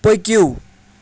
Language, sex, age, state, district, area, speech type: Kashmiri, male, 30-45, Jammu and Kashmir, Kulgam, rural, read